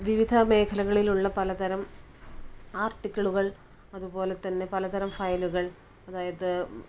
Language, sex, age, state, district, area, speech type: Malayalam, female, 30-45, Kerala, Kannur, rural, spontaneous